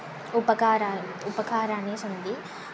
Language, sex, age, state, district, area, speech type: Sanskrit, female, 18-30, Kerala, Kannur, rural, spontaneous